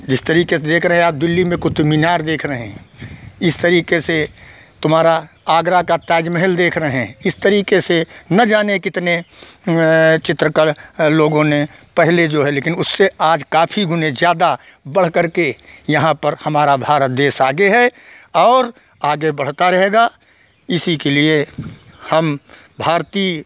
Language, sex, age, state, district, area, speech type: Hindi, male, 60+, Uttar Pradesh, Hardoi, rural, spontaneous